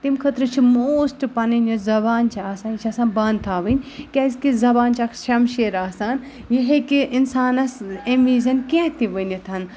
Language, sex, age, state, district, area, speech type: Kashmiri, female, 18-30, Jammu and Kashmir, Ganderbal, rural, spontaneous